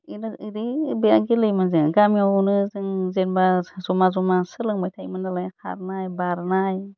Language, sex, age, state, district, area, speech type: Bodo, female, 45-60, Assam, Udalguri, rural, spontaneous